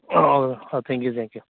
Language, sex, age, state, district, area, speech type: Manipuri, male, 30-45, Manipur, Churachandpur, rural, conversation